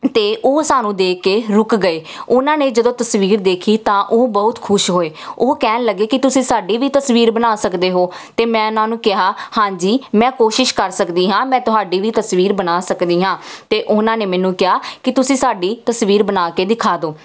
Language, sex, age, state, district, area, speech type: Punjabi, female, 18-30, Punjab, Jalandhar, urban, spontaneous